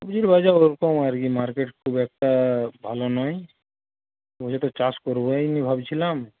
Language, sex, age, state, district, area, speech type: Bengali, male, 18-30, West Bengal, Paschim Medinipur, rural, conversation